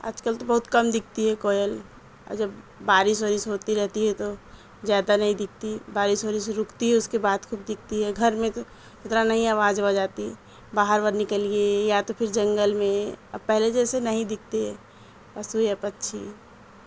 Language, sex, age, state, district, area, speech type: Urdu, female, 30-45, Uttar Pradesh, Mirzapur, rural, spontaneous